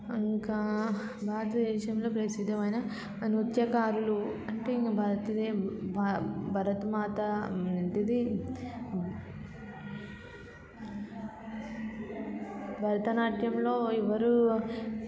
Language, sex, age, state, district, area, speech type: Telugu, female, 18-30, Telangana, Vikarabad, rural, spontaneous